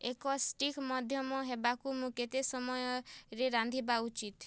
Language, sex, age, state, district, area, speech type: Odia, female, 18-30, Odisha, Kalahandi, rural, read